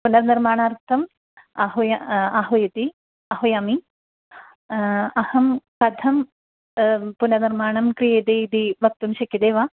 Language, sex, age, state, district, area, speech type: Sanskrit, female, 18-30, Kerala, Thrissur, rural, conversation